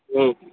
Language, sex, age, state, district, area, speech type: Tamil, male, 18-30, Tamil Nadu, Madurai, rural, conversation